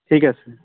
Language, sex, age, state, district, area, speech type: Assamese, male, 18-30, Assam, Dibrugarh, rural, conversation